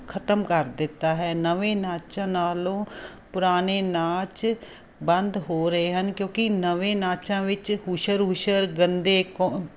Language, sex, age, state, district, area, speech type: Punjabi, female, 45-60, Punjab, Fazilka, rural, spontaneous